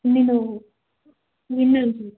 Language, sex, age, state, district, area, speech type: Telugu, female, 18-30, Telangana, Karimnagar, rural, conversation